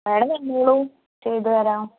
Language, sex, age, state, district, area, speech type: Malayalam, female, 30-45, Kerala, Malappuram, rural, conversation